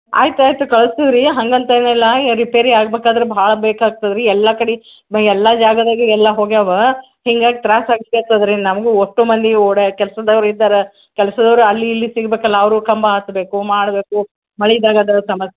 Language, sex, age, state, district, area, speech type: Kannada, female, 60+, Karnataka, Gulbarga, urban, conversation